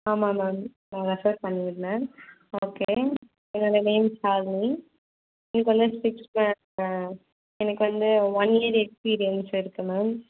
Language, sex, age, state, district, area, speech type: Tamil, female, 18-30, Tamil Nadu, Ranipet, urban, conversation